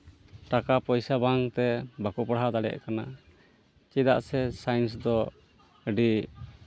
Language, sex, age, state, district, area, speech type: Santali, male, 30-45, West Bengal, Malda, rural, spontaneous